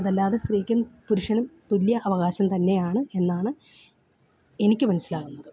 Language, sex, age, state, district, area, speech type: Malayalam, female, 30-45, Kerala, Alappuzha, rural, spontaneous